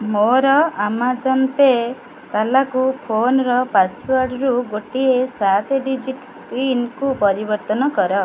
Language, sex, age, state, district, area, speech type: Odia, female, 45-60, Odisha, Kendrapara, urban, read